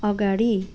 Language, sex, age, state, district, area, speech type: Nepali, female, 45-60, West Bengal, Darjeeling, rural, read